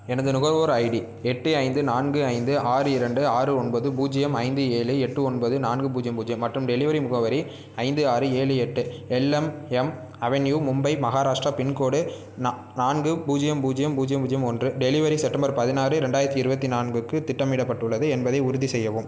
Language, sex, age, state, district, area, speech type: Tamil, male, 18-30, Tamil Nadu, Perambalur, rural, read